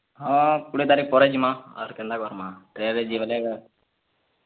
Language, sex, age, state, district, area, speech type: Odia, male, 18-30, Odisha, Bargarh, urban, conversation